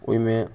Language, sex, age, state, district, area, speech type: Maithili, male, 30-45, Bihar, Muzaffarpur, rural, spontaneous